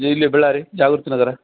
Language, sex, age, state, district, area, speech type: Kannada, male, 60+, Karnataka, Bellary, rural, conversation